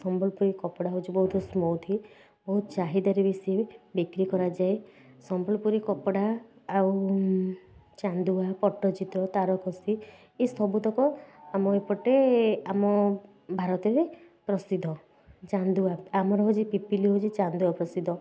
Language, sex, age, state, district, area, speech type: Odia, female, 30-45, Odisha, Puri, urban, spontaneous